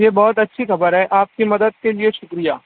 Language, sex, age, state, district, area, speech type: Urdu, male, 18-30, Maharashtra, Nashik, rural, conversation